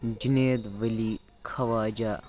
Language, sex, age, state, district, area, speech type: Kashmiri, male, 18-30, Jammu and Kashmir, Baramulla, rural, spontaneous